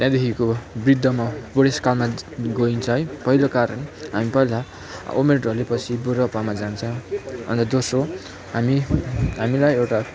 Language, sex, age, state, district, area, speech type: Nepali, male, 18-30, West Bengal, Kalimpong, rural, spontaneous